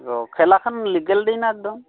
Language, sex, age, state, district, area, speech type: Assamese, male, 30-45, Assam, Barpeta, rural, conversation